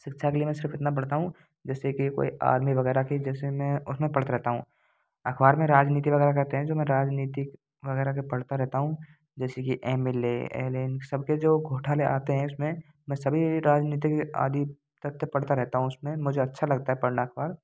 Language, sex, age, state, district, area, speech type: Hindi, male, 18-30, Rajasthan, Bharatpur, rural, spontaneous